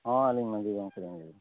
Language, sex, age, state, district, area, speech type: Santali, male, 30-45, West Bengal, Bankura, rural, conversation